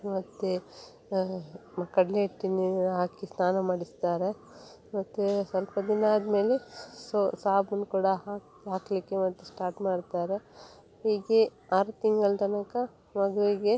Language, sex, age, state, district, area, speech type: Kannada, female, 30-45, Karnataka, Dakshina Kannada, rural, spontaneous